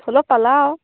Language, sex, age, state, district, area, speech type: Assamese, female, 18-30, Assam, Dibrugarh, rural, conversation